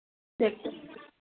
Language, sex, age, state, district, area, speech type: Hindi, female, 30-45, Uttar Pradesh, Sitapur, rural, conversation